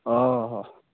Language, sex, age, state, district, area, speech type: Odia, male, 18-30, Odisha, Koraput, urban, conversation